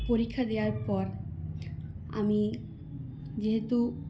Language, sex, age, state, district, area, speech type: Bengali, female, 18-30, West Bengal, Purulia, urban, spontaneous